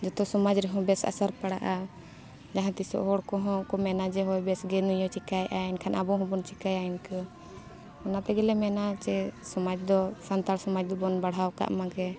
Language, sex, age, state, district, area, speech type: Santali, female, 18-30, Jharkhand, Bokaro, rural, spontaneous